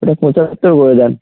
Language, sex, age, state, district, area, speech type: Bengali, male, 18-30, West Bengal, Birbhum, urban, conversation